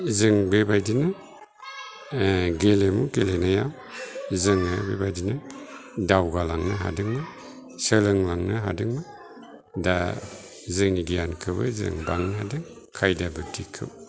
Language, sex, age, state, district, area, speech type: Bodo, male, 60+, Assam, Kokrajhar, rural, spontaneous